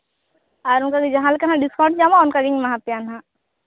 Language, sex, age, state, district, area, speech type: Santali, female, 30-45, Jharkhand, East Singhbhum, rural, conversation